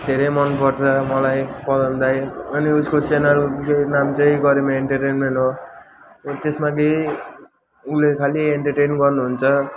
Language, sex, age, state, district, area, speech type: Nepali, male, 18-30, West Bengal, Jalpaiguri, rural, spontaneous